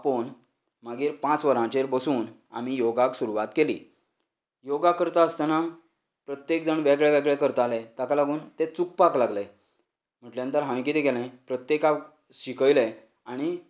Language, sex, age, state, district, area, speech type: Goan Konkani, male, 45-60, Goa, Canacona, rural, spontaneous